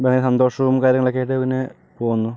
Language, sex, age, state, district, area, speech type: Malayalam, male, 18-30, Kerala, Palakkad, rural, spontaneous